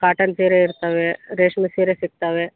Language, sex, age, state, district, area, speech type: Kannada, female, 30-45, Karnataka, Koppal, rural, conversation